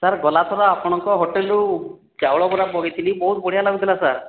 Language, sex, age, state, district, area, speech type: Odia, male, 18-30, Odisha, Boudh, rural, conversation